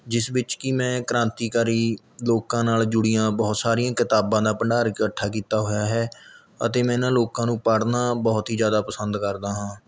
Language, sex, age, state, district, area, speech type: Punjabi, male, 18-30, Punjab, Mohali, rural, spontaneous